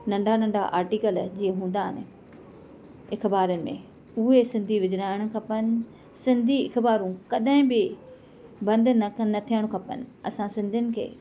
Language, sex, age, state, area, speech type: Sindhi, female, 30-45, Maharashtra, urban, spontaneous